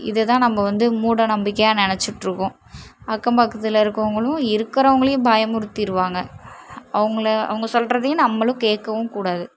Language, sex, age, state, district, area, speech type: Tamil, female, 18-30, Tamil Nadu, Mayiladuthurai, urban, spontaneous